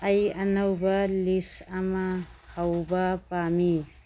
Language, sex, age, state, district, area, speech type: Manipuri, female, 60+, Manipur, Churachandpur, urban, read